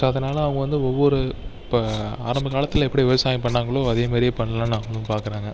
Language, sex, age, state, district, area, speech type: Tamil, male, 30-45, Tamil Nadu, Mayiladuthurai, urban, spontaneous